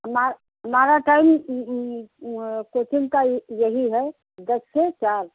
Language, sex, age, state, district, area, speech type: Hindi, female, 60+, Uttar Pradesh, Hardoi, rural, conversation